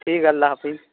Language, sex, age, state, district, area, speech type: Urdu, male, 18-30, Bihar, Purnia, rural, conversation